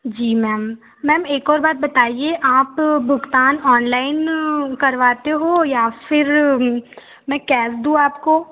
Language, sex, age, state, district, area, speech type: Hindi, female, 18-30, Madhya Pradesh, Betul, rural, conversation